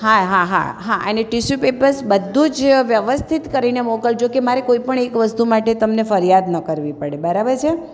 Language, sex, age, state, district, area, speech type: Gujarati, female, 60+, Gujarat, Surat, urban, spontaneous